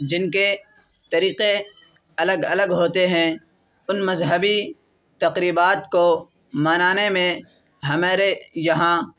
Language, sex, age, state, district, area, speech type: Urdu, male, 18-30, Bihar, Purnia, rural, spontaneous